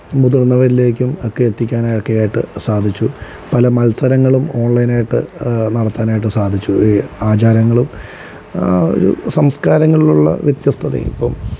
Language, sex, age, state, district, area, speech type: Malayalam, male, 30-45, Kerala, Alappuzha, rural, spontaneous